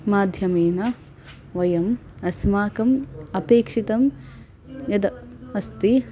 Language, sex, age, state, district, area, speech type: Sanskrit, female, 18-30, Karnataka, Davanagere, urban, spontaneous